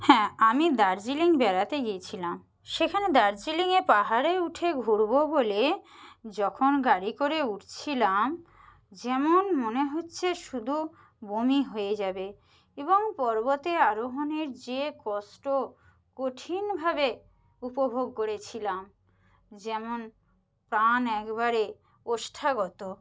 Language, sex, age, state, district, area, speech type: Bengali, female, 30-45, West Bengal, Purba Medinipur, rural, spontaneous